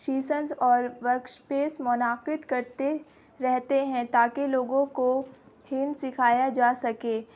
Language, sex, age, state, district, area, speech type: Urdu, female, 18-30, Bihar, Gaya, rural, spontaneous